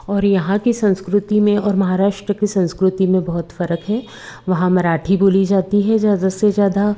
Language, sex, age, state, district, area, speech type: Hindi, female, 45-60, Madhya Pradesh, Betul, urban, spontaneous